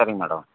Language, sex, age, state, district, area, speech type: Tamil, male, 45-60, Tamil Nadu, Tenkasi, urban, conversation